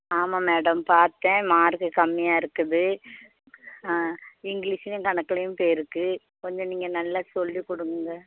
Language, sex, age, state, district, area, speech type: Tamil, female, 60+, Tamil Nadu, Thoothukudi, rural, conversation